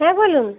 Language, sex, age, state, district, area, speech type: Bengali, female, 30-45, West Bengal, Birbhum, urban, conversation